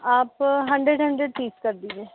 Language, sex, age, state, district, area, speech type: Hindi, female, 30-45, Madhya Pradesh, Chhindwara, urban, conversation